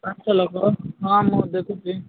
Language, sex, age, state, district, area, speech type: Odia, male, 18-30, Odisha, Malkangiri, urban, conversation